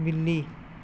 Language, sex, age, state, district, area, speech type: Punjabi, female, 45-60, Punjab, Rupnagar, rural, read